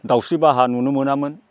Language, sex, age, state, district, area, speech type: Bodo, male, 45-60, Assam, Baksa, rural, spontaneous